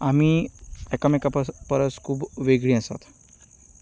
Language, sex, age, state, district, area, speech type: Goan Konkani, male, 30-45, Goa, Canacona, rural, spontaneous